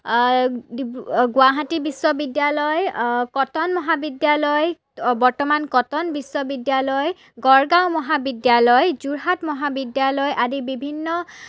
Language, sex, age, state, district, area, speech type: Assamese, female, 18-30, Assam, Charaideo, urban, spontaneous